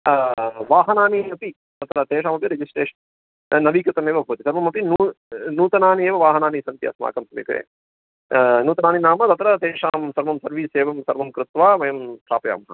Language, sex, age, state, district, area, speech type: Sanskrit, male, 45-60, Karnataka, Bangalore Urban, urban, conversation